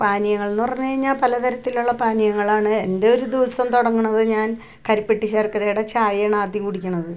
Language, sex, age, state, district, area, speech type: Malayalam, female, 45-60, Kerala, Ernakulam, rural, spontaneous